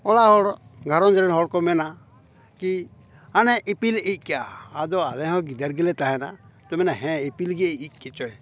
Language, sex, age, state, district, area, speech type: Santali, male, 45-60, Jharkhand, Bokaro, rural, spontaneous